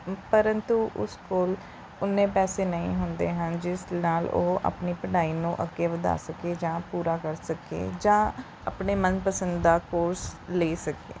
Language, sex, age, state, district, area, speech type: Punjabi, female, 18-30, Punjab, Rupnagar, urban, spontaneous